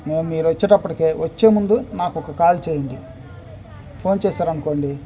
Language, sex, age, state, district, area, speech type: Telugu, male, 30-45, Andhra Pradesh, Bapatla, urban, spontaneous